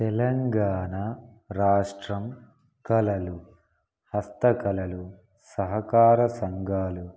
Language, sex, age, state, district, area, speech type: Telugu, male, 18-30, Telangana, Peddapalli, urban, spontaneous